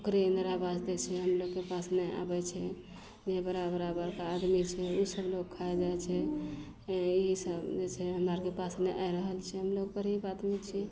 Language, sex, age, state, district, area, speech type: Maithili, female, 18-30, Bihar, Madhepura, rural, spontaneous